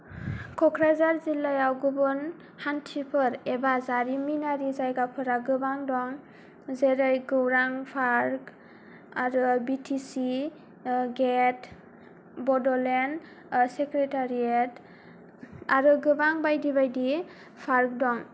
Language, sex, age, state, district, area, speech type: Bodo, female, 18-30, Assam, Kokrajhar, rural, spontaneous